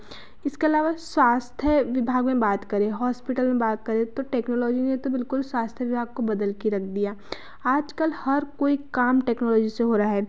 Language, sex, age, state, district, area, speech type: Hindi, female, 30-45, Madhya Pradesh, Betul, urban, spontaneous